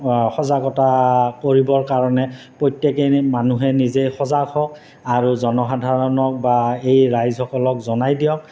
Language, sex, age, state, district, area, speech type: Assamese, male, 30-45, Assam, Goalpara, urban, spontaneous